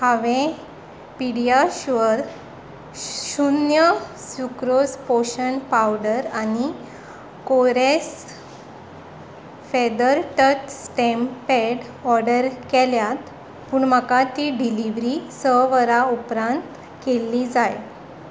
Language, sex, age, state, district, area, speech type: Goan Konkani, female, 18-30, Goa, Tiswadi, rural, read